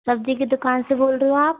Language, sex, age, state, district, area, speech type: Hindi, female, 18-30, Rajasthan, Karauli, rural, conversation